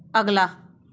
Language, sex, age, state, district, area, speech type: Punjabi, female, 30-45, Punjab, Tarn Taran, urban, read